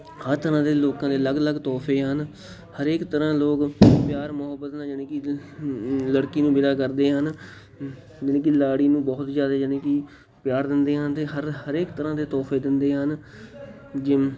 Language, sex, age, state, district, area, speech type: Punjabi, male, 30-45, Punjab, Shaheed Bhagat Singh Nagar, urban, spontaneous